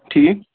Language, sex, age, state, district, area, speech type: Kashmiri, male, 18-30, Jammu and Kashmir, Baramulla, rural, conversation